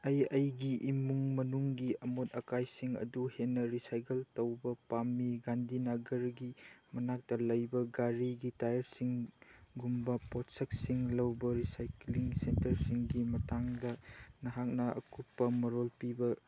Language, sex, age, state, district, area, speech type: Manipuri, male, 18-30, Manipur, Chandel, rural, read